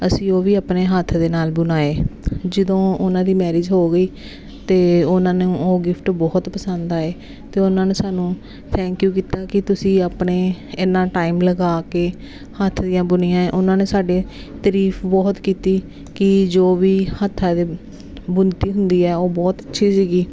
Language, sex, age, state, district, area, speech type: Punjabi, female, 30-45, Punjab, Jalandhar, urban, spontaneous